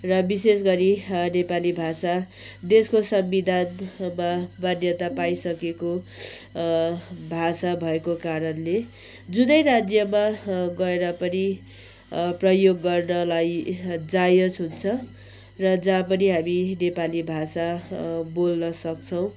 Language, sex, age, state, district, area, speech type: Nepali, female, 30-45, West Bengal, Kalimpong, rural, spontaneous